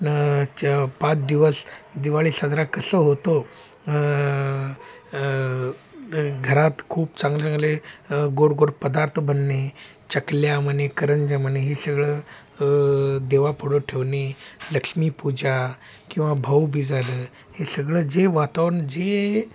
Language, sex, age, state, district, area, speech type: Marathi, male, 45-60, Maharashtra, Sangli, urban, spontaneous